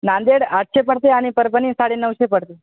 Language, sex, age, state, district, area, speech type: Marathi, male, 18-30, Maharashtra, Hingoli, urban, conversation